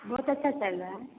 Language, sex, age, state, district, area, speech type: Hindi, female, 18-30, Bihar, Samastipur, urban, conversation